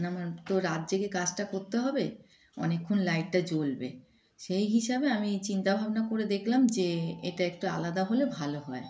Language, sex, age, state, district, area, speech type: Bengali, female, 45-60, West Bengal, Darjeeling, rural, spontaneous